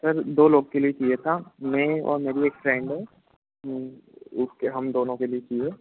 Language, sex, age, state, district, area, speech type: Hindi, male, 18-30, Madhya Pradesh, Harda, urban, conversation